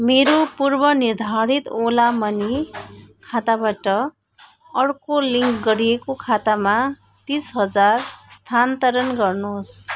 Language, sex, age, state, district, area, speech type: Nepali, female, 30-45, West Bengal, Darjeeling, rural, read